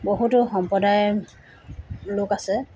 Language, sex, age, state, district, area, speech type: Assamese, female, 45-60, Assam, Tinsukia, rural, spontaneous